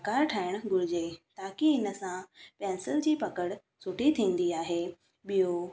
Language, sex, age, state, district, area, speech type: Sindhi, female, 18-30, Rajasthan, Ajmer, urban, spontaneous